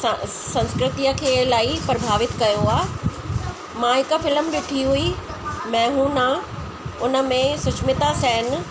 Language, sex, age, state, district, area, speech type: Sindhi, female, 45-60, Delhi, South Delhi, urban, spontaneous